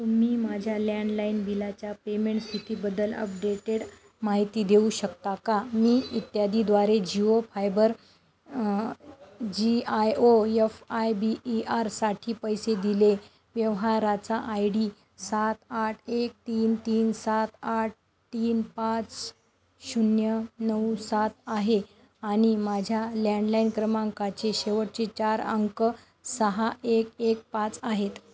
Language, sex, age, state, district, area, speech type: Marathi, female, 30-45, Maharashtra, Nanded, urban, read